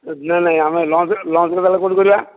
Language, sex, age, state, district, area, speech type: Odia, male, 45-60, Odisha, Dhenkanal, rural, conversation